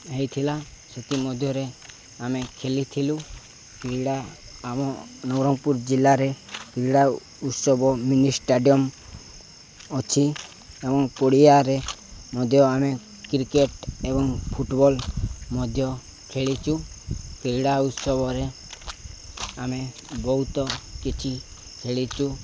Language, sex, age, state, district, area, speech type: Odia, male, 18-30, Odisha, Nabarangpur, urban, spontaneous